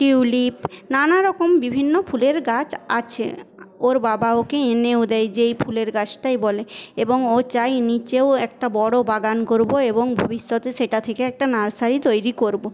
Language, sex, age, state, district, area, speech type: Bengali, female, 18-30, West Bengal, Paschim Medinipur, rural, spontaneous